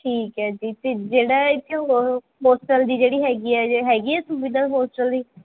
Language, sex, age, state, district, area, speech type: Punjabi, female, 18-30, Punjab, Muktsar, rural, conversation